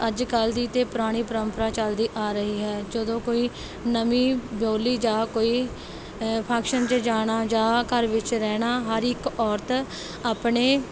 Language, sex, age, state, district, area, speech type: Punjabi, female, 18-30, Punjab, Rupnagar, rural, spontaneous